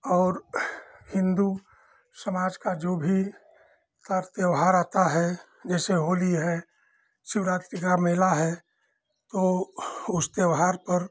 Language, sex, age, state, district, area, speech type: Hindi, male, 60+, Uttar Pradesh, Chandauli, urban, spontaneous